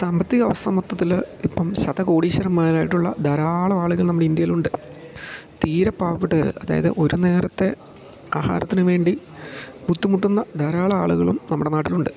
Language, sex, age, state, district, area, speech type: Malayalam, male, 30-45, Kerala, Idukki, rural, spontaneous